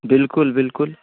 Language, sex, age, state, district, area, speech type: Maithili, male, 18-30, Bihar, Darbhanga, urban, conversation